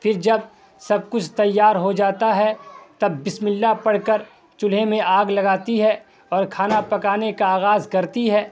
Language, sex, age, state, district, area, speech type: Urdu, male, 18-30, Bihar, Purnia, rural, spontaneous